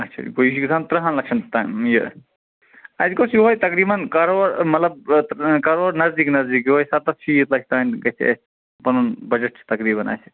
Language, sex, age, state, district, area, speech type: Kashmiri, male, 30-45, Jammu and Kashmir, Ganderbal, rural, conversation